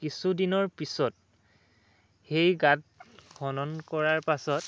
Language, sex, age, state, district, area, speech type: Assamese, male, 18-30, Assam, Dhemaji, rural, spontaneous